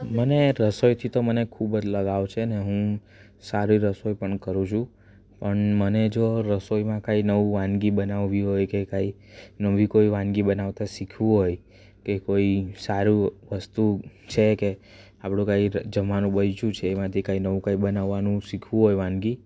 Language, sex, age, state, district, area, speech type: Gujarati, male, 18-30, Gujarat, Surat, urban, spontaneous